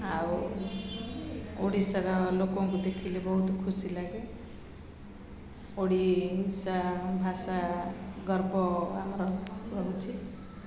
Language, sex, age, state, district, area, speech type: Odia, female, 45-60, Odisha, Ganjam, urban, spontaneous